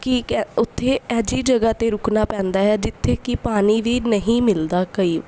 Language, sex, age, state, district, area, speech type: Punjabi, female, 18-30, Punjab, Bathinda, urban, spontaneous